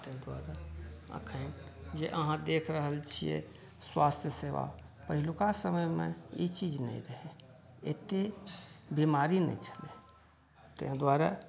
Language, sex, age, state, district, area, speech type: Maithili, male, 60+, Bihar, Saharsa, urban, spontaneous